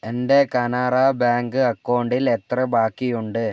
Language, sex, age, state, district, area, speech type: Malayalam, male, 30-45, Kerala, Wayanad, rural, read